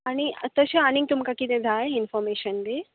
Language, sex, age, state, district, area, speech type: Goan Konkani, female, 30-45, Goa, Tiswadi, rural, conversation